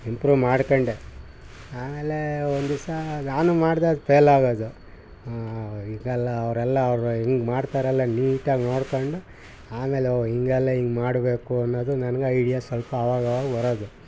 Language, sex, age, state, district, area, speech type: Kannada, male, 60+, Karnataka, Mysore, rural, spontaneous